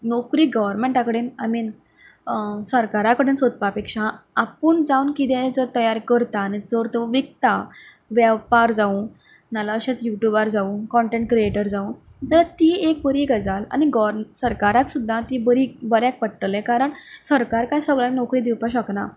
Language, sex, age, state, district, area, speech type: Goan Konkani, female, 18-30, Goa, Canacona, rural, spontaneous